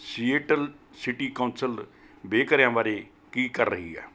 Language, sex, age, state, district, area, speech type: Punjabi, male, 60+, Punjab, Mohali, urban, read